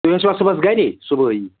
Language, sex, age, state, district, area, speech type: Kashmiri, male, 45-60, Jammu and Kashmir, Ganderbal, rural, conversation